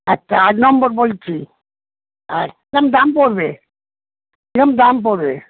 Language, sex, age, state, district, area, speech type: Bengali, female, 60+, West Bengal, Darjeeling, rural, conversation